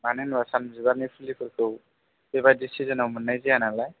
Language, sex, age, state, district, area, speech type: Bodo, male, 18-30, Assam, Chirang, rural, conversation